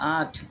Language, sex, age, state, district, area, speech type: Hindi, male, 30-45, Uttar Pradesh, Mau, rural, read